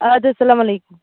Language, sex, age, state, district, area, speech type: Kashmiri, female, 18-30, Jammu and Kashmir, Baramulla, rural, conversation